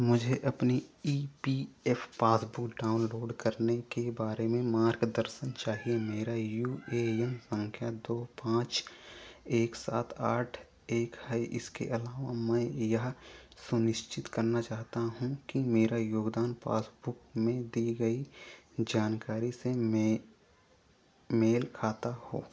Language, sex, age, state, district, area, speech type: Hindi, male, 45-60, Uttar Pradesh, Ayodhya, rural, read